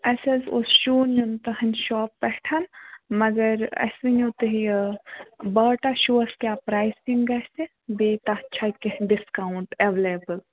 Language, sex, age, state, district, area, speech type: Kashmiri, female, 30-45, Jammu and Kashmir, Baramulla, rural, conversation